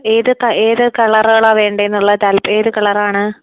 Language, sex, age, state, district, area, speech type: Malayalam, female, 18-30, Kerala, Kozhikode, rural, conversation